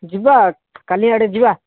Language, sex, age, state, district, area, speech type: Odia, male, 18-30, Odisha, Bhadrak, rural, conversation